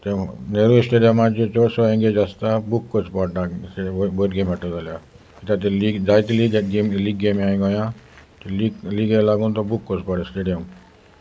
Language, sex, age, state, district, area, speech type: Goan Konkani, male, 60+, Goa, Salcete, rural, spontaneous